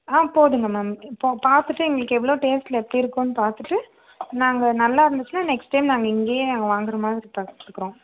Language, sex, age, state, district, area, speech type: Tamil, female, 30-45, Tamil Nadu, Nilgiris, urban, conversation